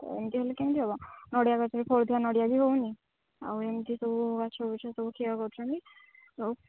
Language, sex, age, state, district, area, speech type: Odia, female, 18-30, Odisha, Jagatsinghpur, rural, conversation